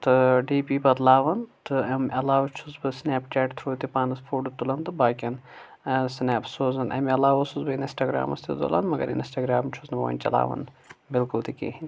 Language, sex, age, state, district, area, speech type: Kashmiri, male, 30-45, Jammu and Kashmir, Anantnag, rural, spontaneous